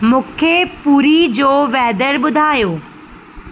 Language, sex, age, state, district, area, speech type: Sindhi, female, 30-45, Madhya Pradesh, Katni, urban, read